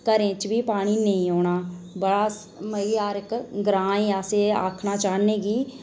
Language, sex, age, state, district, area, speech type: Dogri, female, 30-45, Jammu and Kashmir, Reasi, rural, spontaneous